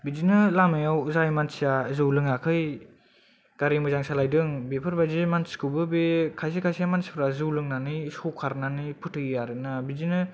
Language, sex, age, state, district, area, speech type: Bodo, male, 18-30, Assam, Kokrajhar, urban, spontaneous